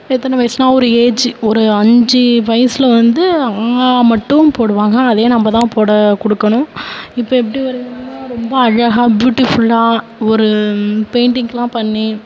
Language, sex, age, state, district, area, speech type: Tamil, female, 18-30, Tamil Nadu, Tiruvarur, rural, spontaneous